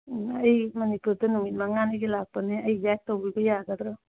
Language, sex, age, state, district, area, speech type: Manipuri, female, 45-60, Manipur, Churachandpur, urban, conversation